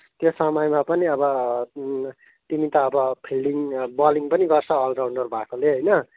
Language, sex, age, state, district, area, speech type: Nepali, male, 18-30, West Bengal, Kalimpong, rural, conversation